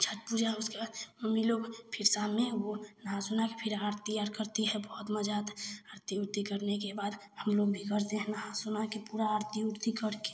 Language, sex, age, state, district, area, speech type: Hindi, female, 18-30, Bihar, Samastipur, rural, spontaneous